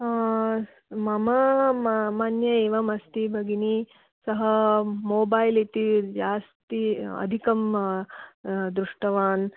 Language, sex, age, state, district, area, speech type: Sanskrit, female, 45-60, Karnataka, Belgaum, urban, conversation